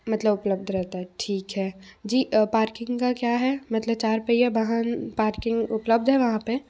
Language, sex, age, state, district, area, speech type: Hindi, female, 18-30, Madhya Pradesh, Bhopal, urban, spontaneous